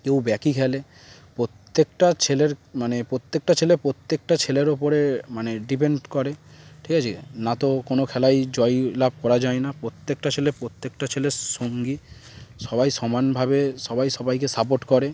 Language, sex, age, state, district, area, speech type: Bengali, male, 18-30, West Bengal, Darjeeling, urban, spontaneous